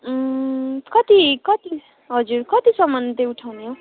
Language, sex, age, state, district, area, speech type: Nepali, female, 18-30, West Bengal, Kalimpong, rural, conversation